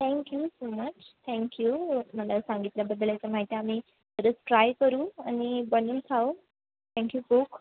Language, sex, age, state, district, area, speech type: Marathi, female, 18-30, Maharashtra, Sindhudurg, rural, conversation